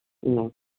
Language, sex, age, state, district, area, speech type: Telugu, male, 18-30, Telangana, Vikarabad, rural, conversation